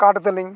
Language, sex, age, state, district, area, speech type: Santali, male, 45-60, Odisha, Mayurbhanj, rural, spontaneous